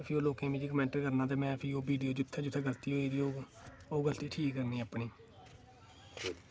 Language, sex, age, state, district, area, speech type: Dogri, male, 18-30, Jammu and Kashmir, Kathua, rural, spontaneous